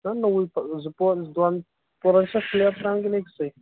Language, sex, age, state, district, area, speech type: Kashmiri, male, 18-30, Jammu and Kashmir, Kulgam, urban, conversation